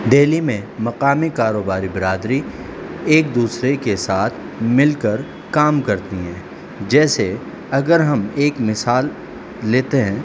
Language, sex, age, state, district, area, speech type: Urdu, male, 45-60, Delhi, South Delhi, urban, spontaneous